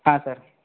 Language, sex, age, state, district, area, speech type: Kannada, male, 45-60, Karnataka, Belgaum, rural, conversation